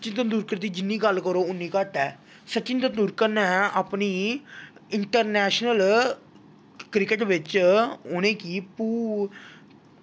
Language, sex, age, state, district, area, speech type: Dogri, male, 18-30, Jammu and Kashmir, Samba, rural, spontaneous